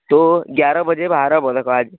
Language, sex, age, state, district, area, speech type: Odia, male, 18-30, Odisha, Nuapada, rural, conversation